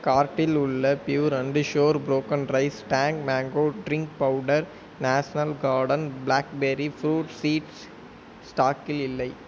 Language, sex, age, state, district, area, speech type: Tamil, male, 18-30, Tamil Nadu, Sivaganga, rural, read